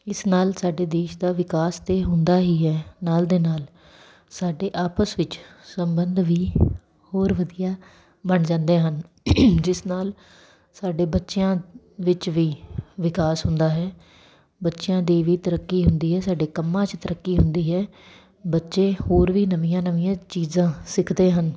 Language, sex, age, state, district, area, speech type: Punjabi, female, 30-45, Punjab, Kapurthala, urban, spontaneous